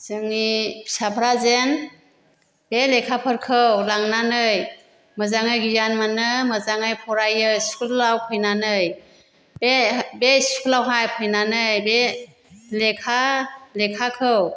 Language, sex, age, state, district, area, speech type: Bodo, female, 60+, Assam, Chirang, rural, spontaneous